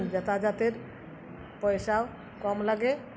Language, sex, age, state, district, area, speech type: Bengali, female, 45-60, West Bengal, Uttar Dinajpur, rural, spontaneous